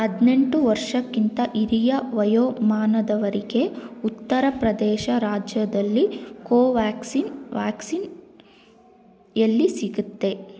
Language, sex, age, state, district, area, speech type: Kannada, female, 18-30, Karnataka, Bangalore Rural, rural, read